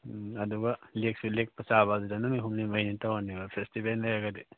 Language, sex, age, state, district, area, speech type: Manipuri, male, 18-30, Manipur, Kakching, rural, conversation